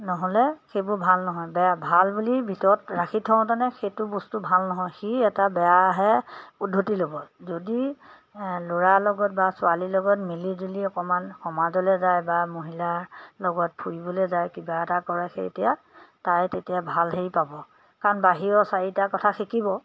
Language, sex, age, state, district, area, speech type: Assamese, female, 45-60, Assam, Majuli, urban, spontaneous